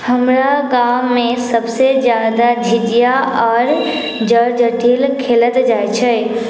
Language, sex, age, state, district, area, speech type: Maithili, female, 18-30, Bihar, Sitamarhi, rural, spontaneous